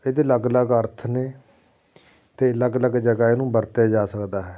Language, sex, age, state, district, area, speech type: Punjabi, male, 45-60, Punjab, Fatehgarh Sahib, urban, spontaneous